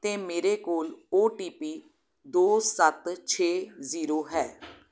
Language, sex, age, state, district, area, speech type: Punjabi, female, 30-45, Punjab, Jalandhar, urban, read